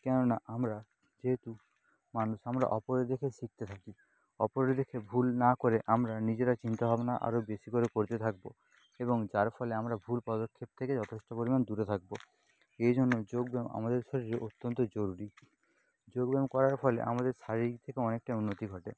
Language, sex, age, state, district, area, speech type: Bengali, male, 18-30, West Bengal, Purba Medinipur, rural, spontaneous